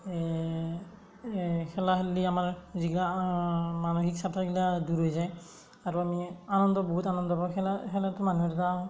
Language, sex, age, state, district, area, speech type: Assamese, male, 18-30, Assam, Darrang, rural, spontaneous